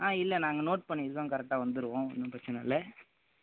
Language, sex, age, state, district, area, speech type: Tamil, male, 18-30, Tamil Nadu, Tiruvarur, urban, conversation